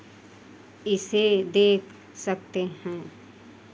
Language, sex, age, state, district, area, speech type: Hindi, female, 30-45, Uttar Pradesh, Mau, rural, read